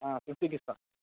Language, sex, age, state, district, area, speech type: Telugu, male, 18-30, Telangana, Mancherial, rural, conversation